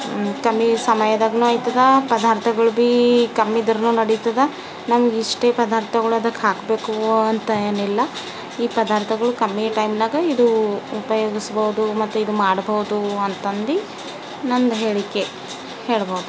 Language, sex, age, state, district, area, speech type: Kannada, female, 30-45, Karnataka, Bidar, urban, spontaneous